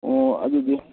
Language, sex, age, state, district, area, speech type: Manipuri, male, 18-30, Manipur, Kakching, rural, conversation